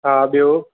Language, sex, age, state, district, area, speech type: Sindhi, male, 30-45, Maharashtra, Thane, urban, conversation